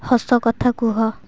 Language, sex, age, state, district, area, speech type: Odia, female, 18-30, Odisha, Kendrapara, urban, read